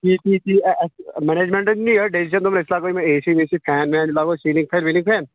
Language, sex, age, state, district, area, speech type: Kashmiri, male, 30-45, Jammu and Kashmir, Kulgam, rural, conversation